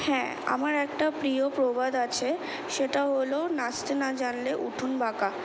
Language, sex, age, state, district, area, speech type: Bengali, female, 18-30, West Bengal, Kolkata, urban, spontaneous